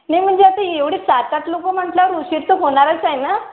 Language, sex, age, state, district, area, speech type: Marathi, female, 18-30, Maharashtra, Wardha, rural, conversation